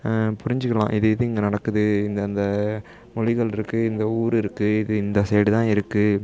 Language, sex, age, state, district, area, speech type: Tamil, male, 30-45, Tamil Nadu, Tiruvarur, rural, spontaneous